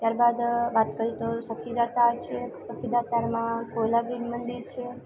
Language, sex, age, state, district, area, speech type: Gujarati, female, 18-30, Gujarat, Junagadh, rural, spontaneous